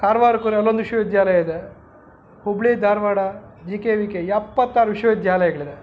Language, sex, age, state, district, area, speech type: Kannada, male, 30-45, Karnataka, Kolar, urban, spontaneous